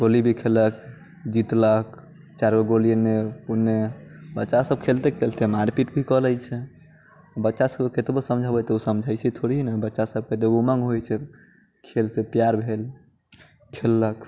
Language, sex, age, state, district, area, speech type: Maithili, male, 30-45, Bihar, Muzaffarpur, rural, spontaneous